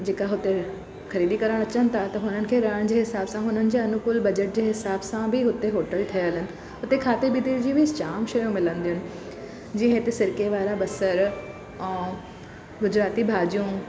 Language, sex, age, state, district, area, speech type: Sindhi, female, 30-45, Gujarat, Surat, urban, spontaneous